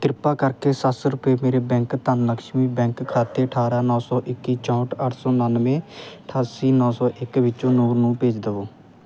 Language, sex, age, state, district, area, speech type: Punjabi, male, 18-30, Punjab, Muktsar, rural, read